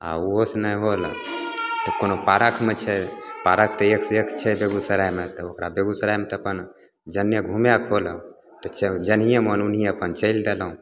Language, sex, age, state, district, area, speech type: Maithili, male, 30-45, Bihar, Begusarai, rural, spontaneous